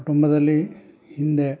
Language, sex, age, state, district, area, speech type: Kannada, male, 60+, Karnataka, Chikkamagaluru, rural, spontaneous